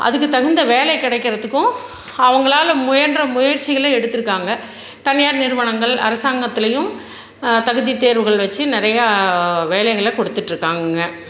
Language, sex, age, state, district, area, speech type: Tamil, female, 45-60, Tamil Nadu, Salem, urban, spontaneous